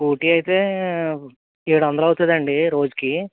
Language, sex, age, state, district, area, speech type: Telugu, male, 18-30, Andhra Pradesh, Eluru, rural, conversation